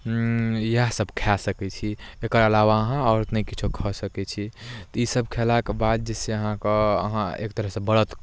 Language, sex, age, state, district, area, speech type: Maithili, male, 18-30, Bihar, Darbhanga, rural, spontaneous